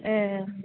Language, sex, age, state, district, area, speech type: Bodo, female, 18-30, Assam, Chirang, urban, conversation